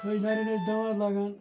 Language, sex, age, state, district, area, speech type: Kashmiri, male, 45-60, Jammu and Kashmir, Ganderbal, rural, spontaneous